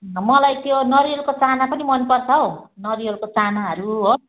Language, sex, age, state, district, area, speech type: Nepali, female, 45-60, West Bengal, Jalpaiguri, rural, conversation